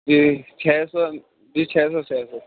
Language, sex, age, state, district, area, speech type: Urdu, male, 60+, Delhi, Central Delhi, rural, conversation